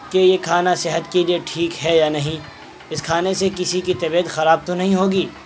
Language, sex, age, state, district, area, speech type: Urdu, male, 18-30, Bihar, Purnia, rural, spontaneous